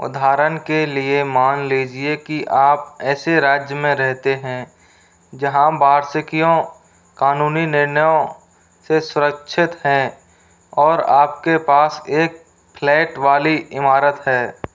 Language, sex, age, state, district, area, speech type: Hindi, male, 30-45, Rajasthan, Jodhpur, rural, read